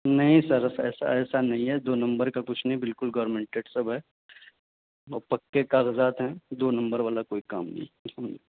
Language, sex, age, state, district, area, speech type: Urdu, male, 18-30, Uttar Pradesh, Saharanpur, urban, conversation